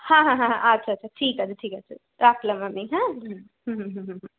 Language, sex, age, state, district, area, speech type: Bengali, female, 18-30, West Bengal, Kolkata, urban, conversation